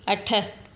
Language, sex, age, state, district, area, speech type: Sindhi, female, 45-60, Gujarat, Surat, urban, read